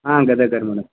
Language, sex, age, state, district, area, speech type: Kannada, male, 18-30, Karnataka, Dharwad, urban, conversation